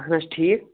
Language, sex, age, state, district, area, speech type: Kashmiri, male, 18-30, Jammu and Kashmir, Shopian, urban, conversation